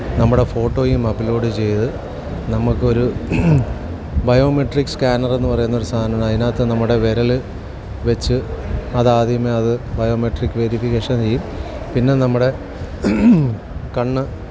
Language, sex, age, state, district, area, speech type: Malayalam, male, 60+, Kerala, Alappuzha, rural, spontaneous